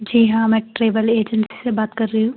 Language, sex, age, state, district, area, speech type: Hindi, female, 18-30, Madhya Pradesh, Gwalior, rural, conversation